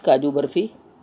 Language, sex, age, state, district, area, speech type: Urdu, female, 60+, Delhi, North East Delhi, urban, spontaneous